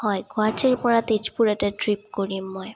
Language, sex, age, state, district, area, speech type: Assamese, female, 30-45, Assam, Sonitpur, rural, spontaneous